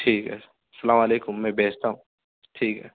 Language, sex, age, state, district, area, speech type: Urdu, male, 18-30, Uttar Pradesh, Saharanpur, urban, conversation